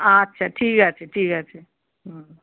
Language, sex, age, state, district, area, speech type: Bengali, female, 45-60, West Bengal, Kolkata, urban, conversation